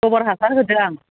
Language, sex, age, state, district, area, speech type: Bodo, female, 45-60, Assam, Udalguri, rural, conversation